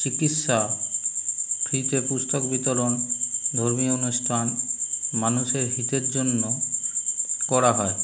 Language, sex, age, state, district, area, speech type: Bengali, male, 30-45, West Bengal, Howrah, urban, spontaneous